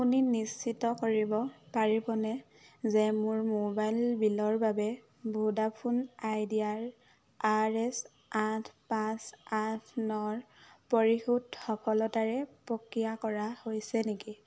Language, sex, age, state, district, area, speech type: Assamese, female, 18-30, Assam, Dhemaji, urban, read